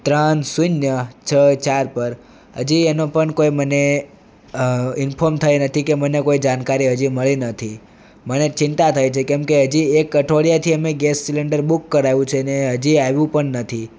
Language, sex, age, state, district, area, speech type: Gujarati, male, 18-30, Gujarat, Surat, rural, spontaneous